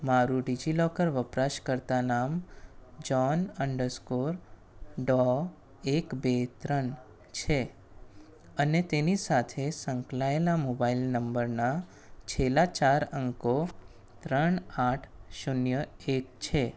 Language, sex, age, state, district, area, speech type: Gujarati, male, 18-30, Gujarat, Anand, rural, read